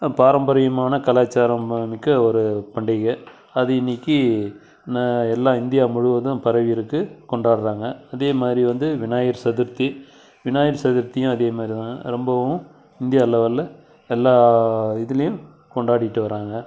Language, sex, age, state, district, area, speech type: Tamil, male, 60+, Tamil Nadu, Krishnagiri, rural, spontaneous